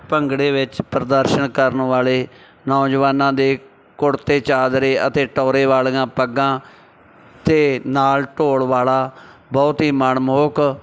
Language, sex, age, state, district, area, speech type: Punjabi, male, 45-60, Punjab, Bathinda, rural, spontaneous